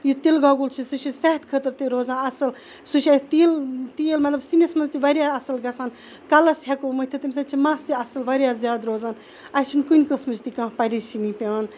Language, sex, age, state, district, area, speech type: Kashmiri, female, 30-45, Jammu and Kashmir, Ganderbal, rural, spontaneous